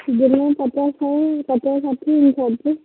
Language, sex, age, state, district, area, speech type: Odia, female, 45-60, Odisha, Gajapati, rural, conversation